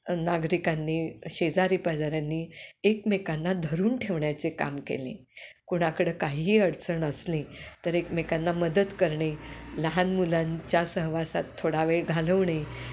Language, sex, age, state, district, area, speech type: Marathi, female, 60+, Maharashtra, Kolhapur, urban, spontaneous